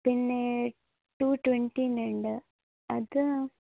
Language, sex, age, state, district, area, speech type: Malayalam, female, 18-30, Kerala, Kasaragod, rural, conversation